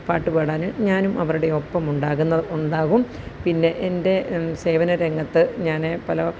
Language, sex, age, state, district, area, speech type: Malayalam, female, 45-60, Kerala, Kottayam, rural, spontaneous